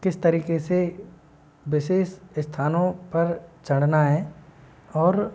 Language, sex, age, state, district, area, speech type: Hindi, male, 60+, Madhya Pradesh, Bhopal, urban, spontaneous